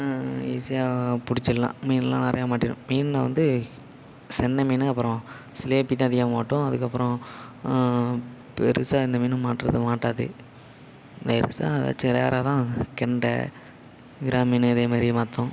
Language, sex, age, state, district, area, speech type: Tamil, male, 18-30, Tamil Nadu, Nagapattinam, rural, spontaneous